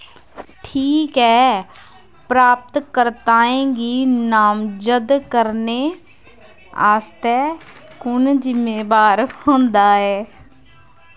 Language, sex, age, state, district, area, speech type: Dogri, female, 18-30, Jammu and Kashmir, Kathua, rural, read